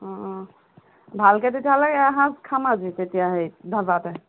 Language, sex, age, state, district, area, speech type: Assamese, female, 45-60, Assam, Golaghat, rural, conversation